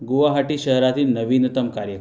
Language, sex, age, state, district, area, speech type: Marathi, male, 30-45, Maharashtra, Raigad, rural, read